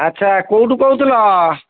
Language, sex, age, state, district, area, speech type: Odia, male, 45-60, Odisha, Cuttack, urban, conversation